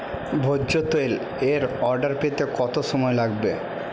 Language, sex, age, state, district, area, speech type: Bengali, male, 18-30, West Bengal, Purba Bardhaman, urban, read